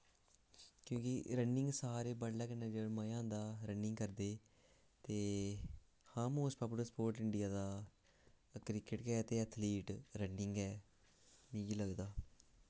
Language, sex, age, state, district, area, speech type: Dogri, male, 18-30, Jammu and Kashmir, Samba, urban, spontaneous